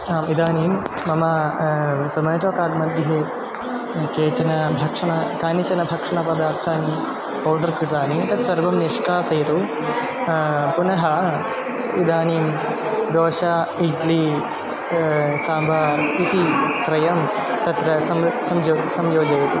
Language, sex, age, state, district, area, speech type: Sanskrit, male, 18-30, Kerala, Thrissur, rural, spontaneous